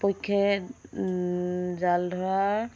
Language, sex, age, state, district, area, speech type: Assamese, female, 45-60, Assam, Dibrugarh, rural, spontaneous